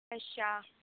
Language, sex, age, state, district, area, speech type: Punjabi, female, 18-30, Punjab, Shaheed Bhagat Singh Nagar, rural, conversation